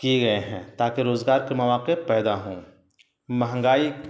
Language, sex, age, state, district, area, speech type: Urdu, male, 30-45, Bihar, Gaya, urban, spontaneous